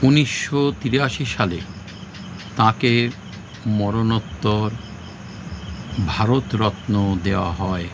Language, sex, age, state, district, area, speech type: Bengali, male, 45-60, West Bengal, Howrah, urban, read